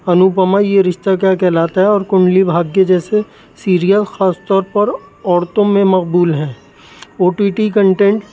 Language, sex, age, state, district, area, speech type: Urdu, male, 30-45, Uttar Pradesh, Rampur, urban, spontaneous